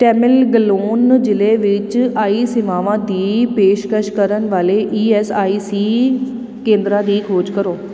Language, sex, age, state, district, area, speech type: Punjabi, female, 30-45, Punjab, Tarn Taran, urban, read